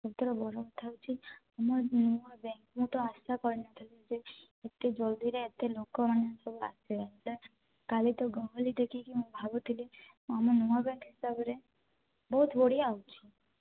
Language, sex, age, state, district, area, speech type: Odia, female, 18-30, Odisha, Malkangiri, rural, conversation